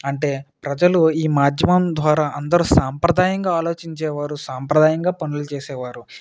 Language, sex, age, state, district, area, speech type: Telugu, male, 18-30, Andhra Pradesh, Eluru, rural, spontaneous